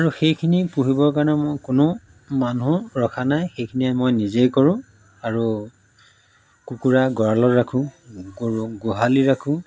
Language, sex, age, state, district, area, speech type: Assamese, male, 45-60, Assam, Majuli, rural, spontaneous